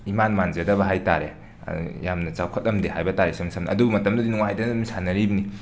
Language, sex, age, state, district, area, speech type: Manipuri, male, 45-60, Manipur, Imphal West, urban, spontaneous